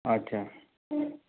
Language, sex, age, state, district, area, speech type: Hindi, male, 45-60, Rajasthan, Jodhpur, urban, conversation